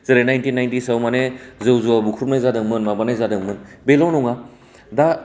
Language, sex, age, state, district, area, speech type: Bodo, male, 30-45, Assam, Baksa, urban, spontaneous